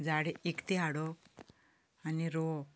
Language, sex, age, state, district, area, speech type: Goan Konkani, female, 45-60, Goa, Canacona, rural, spontaneous